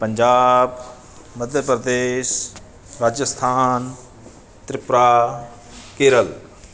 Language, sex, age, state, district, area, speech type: Punjabi, male, 45-60, Punjab, Bathinda, urban, spontaneous